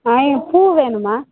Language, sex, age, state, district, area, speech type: Tamil, female, 30-45, Tamil Nadu, Tirupattur, rural, conversation